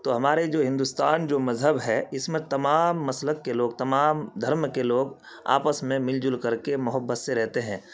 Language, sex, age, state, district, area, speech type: Urdu, male, 30-45, Bihar, Khagaria, rural, spontaneous